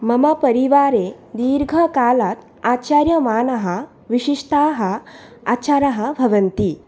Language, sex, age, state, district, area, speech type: Sanskrit, female, 18-30, Assam, Nalbari, rural, spontaneous